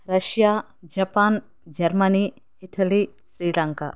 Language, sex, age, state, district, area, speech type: Telugu, female, 30-45, Andhra Pradesh, Nellore, urban, spontaneous